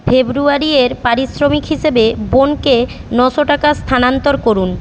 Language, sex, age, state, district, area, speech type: Bengali, female, 45-60, West Bengal, Jhargram, rural, read